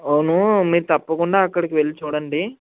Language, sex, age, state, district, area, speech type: Telugu, male, 18-30, Andhra Pradesh, Eluru, urban, conversation